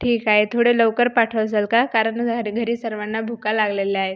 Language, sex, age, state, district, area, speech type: Marathi, female, 18-30, Maharashtra, Buldhana, rural, spontaneous